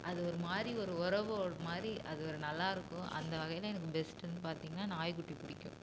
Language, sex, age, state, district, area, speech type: Tamil, female, 18-30, Tamil Nadu, Namakkal, urban, spontaneous